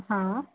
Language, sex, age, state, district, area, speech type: Marathi, female, 30-45, Maharashtra, Nagpur, urban, conversation